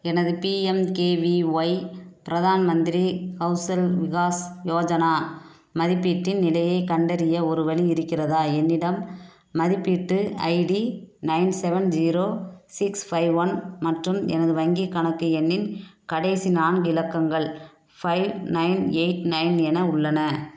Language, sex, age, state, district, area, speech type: Tamil, female, 45-60, Tamil Nadu, Theni, rural, read